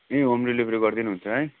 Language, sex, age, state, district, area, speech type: Nepali, male, 30-45, West Bengal, Darjeeling, rural, conversation